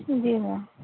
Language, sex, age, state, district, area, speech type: Urdu, female, 30-45, Telangana, Hyderabad, urban, conversation